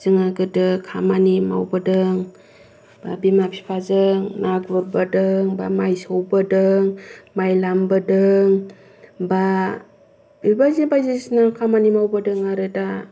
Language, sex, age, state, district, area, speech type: Bodo, female, 30-45, Assam, Kokrajhar, urban, spontaneous